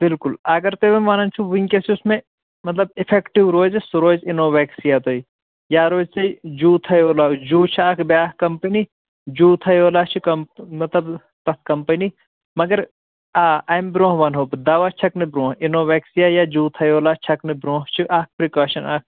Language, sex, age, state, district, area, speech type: Kashmiri, male, 30-45, Jammu and Kashmir, Shopian, urban, conversation